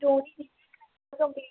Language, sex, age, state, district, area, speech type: Dogri, female, 18-30, Jammu and Kashmir, Udhampur, urban, conversation